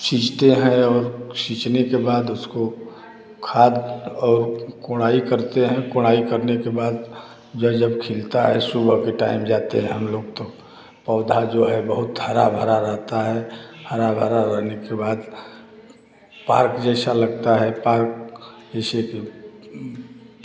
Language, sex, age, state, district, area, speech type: Hindi, male, 60+, Uttar Pradesh, Chandauli, rural, spontaneous